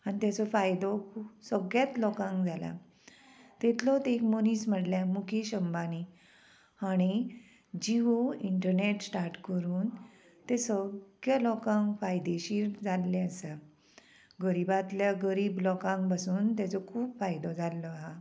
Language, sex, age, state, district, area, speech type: Goan Konkani, female, 45-60, Goa, Murmgao, rural, spontaneous